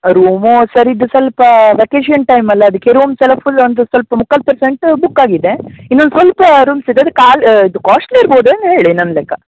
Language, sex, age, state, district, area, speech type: Kannada, male, 18-30, Karnataka, Uttara Kannada, rural, conversation